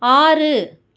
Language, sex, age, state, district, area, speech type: Tamil, female, 30-45, Tamil Nadu, Chengalpattu, urban, read